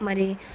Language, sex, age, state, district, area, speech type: Telugu, female, 45-60, Andhra Pradesh, Kurnool, rural, spontaneous